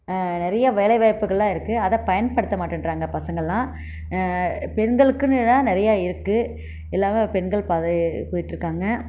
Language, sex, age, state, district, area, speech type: Tamil, female, 30-45, Tamil Nadu, Krishnagiri, rural, spontaneous